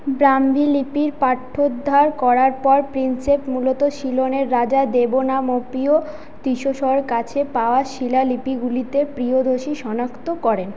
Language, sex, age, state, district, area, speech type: Bengali, female, 30-45, West Bengal, Paschim Bardhaman, urban, read